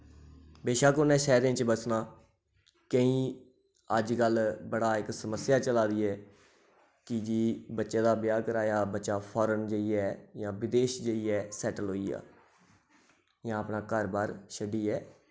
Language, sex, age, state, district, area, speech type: Dogri, male, 30-45, Jammu and Kashmir, Reasi, rural, spontaneous